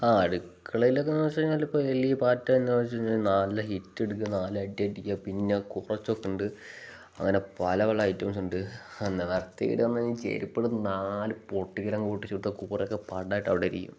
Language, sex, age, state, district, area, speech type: Malayalam, male, 18-30, Kerala, Wayanad, rural, spontaneous